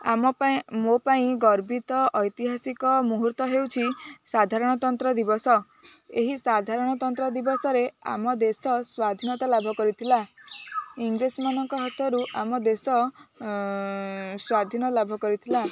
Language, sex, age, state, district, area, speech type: Odia, female, 18-30, Odisha, Jagatsinghpur, urban, spontaneous